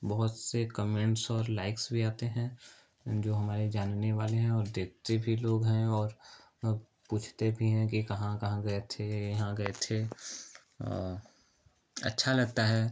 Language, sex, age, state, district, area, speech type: Hindi, male, 18-30, Uttar Pradesh, Chandauli, urban, spontaneous